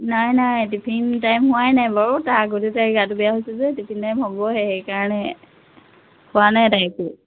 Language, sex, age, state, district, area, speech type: Assamese, female, 45-60, Assam, Lakhimpur, rural, conversation